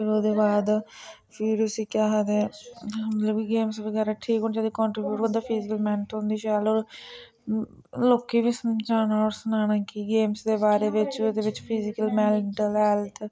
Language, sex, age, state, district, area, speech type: Dogri, female, 18-30, Jammu and Kashmir, Reasi, rural, spontaneous